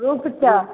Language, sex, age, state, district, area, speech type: Maithili, female, 30-45, Bihar, Samastipur, rural, conversation